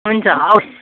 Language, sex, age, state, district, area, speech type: Nepali, female, 45-60, West Bengal, Kalimpong, rural, conversation